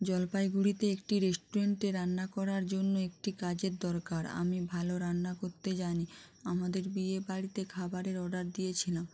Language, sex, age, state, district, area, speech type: Bengali, female, 30-45, West Bengal, Jalpaiguri, rural, spontaneous